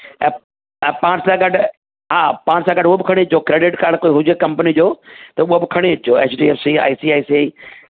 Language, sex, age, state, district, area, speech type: Sindhi, male, 45-60, Delhi, South Delhi, urban, conversation